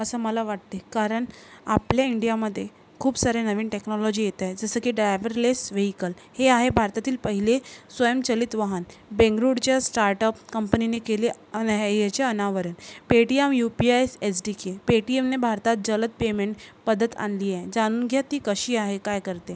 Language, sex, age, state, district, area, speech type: Marathi, female, 45-60, Maharashtra, Yavatmal, urban, spontaneous